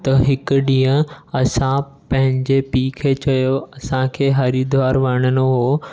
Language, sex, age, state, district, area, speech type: Sindhi, male, 18-30, Maharashtra, Mumbai Suburban, urban, spontaneous